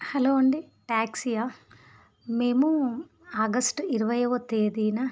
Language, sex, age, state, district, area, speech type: Telugu, female, 45-60, Andhra Pradesh, Visakhapatnam, urban, spontaneous